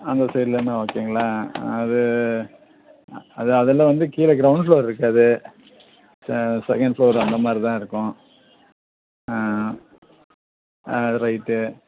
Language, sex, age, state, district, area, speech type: Tamil, male, 45-60, Tamil Nadu, Perambalur, rural, conversation